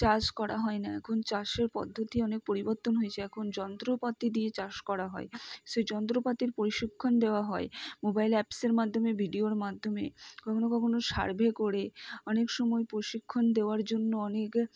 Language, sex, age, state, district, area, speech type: Bengali, female, 30-45, West Bengal, Purba Bardhaman, urban, spontaneous